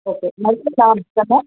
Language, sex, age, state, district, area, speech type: Tamil, female, 30-45, Tamil Nadu, Chennai, urban, conversation